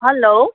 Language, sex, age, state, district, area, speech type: Nepali, female, 18-30, West Bengal, Darjeeling, rural, conversation